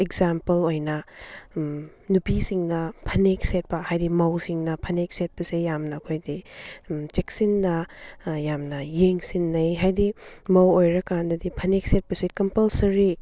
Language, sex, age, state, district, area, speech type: Manipuri, female, 30-45, Manipur, Chandel, rural, spontaneous